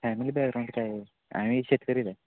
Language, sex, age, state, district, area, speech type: Marathi, male, 18-30, Maharashtra, Sangli, urban, conversation